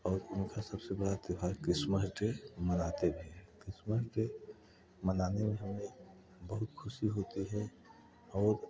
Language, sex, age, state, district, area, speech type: Hindi, male, 45-60, Uttar Pradesh, Prayagraj, rural, spontaneous